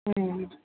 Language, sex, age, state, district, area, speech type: Tamil, female, 18-30, Tamil Nadu, Tiruvarur, rural, conversation